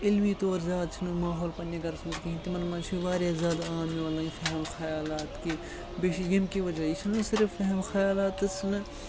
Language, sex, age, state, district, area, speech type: Kashmiri, male, 18-30, Jammu and Kashmir, Srinagar, rural, spontaneous